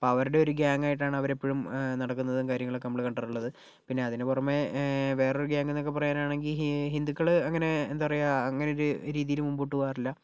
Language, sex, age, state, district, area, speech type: Malayalam, male, 45-60, Kerala, Kozhikode, urban, spontaneous